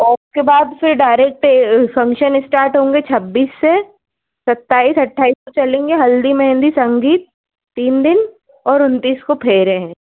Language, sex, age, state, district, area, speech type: Hindi, female, 45-60, Madhya Pradesh, Bhopal, urban, conversation